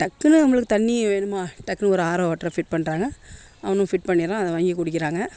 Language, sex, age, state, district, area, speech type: Tamil, female, 30-45, Tamil Nadu, Tiruvarur, rural, spontaneous